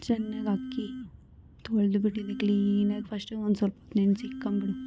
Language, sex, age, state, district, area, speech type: Kannada, female, 18-30, Karnataka, Bangalore Rural, rural, spontaneous